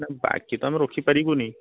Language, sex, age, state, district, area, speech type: Odia, male, 30-45, Odisha, Balasore, rural, conversation